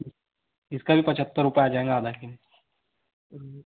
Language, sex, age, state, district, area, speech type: Hindi, male, 18-30, Madhya Pradesh, Betul, rural, conversation